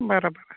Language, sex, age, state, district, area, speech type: Marathi, female, 30-45, Maharashtra, Washim, rural, conversation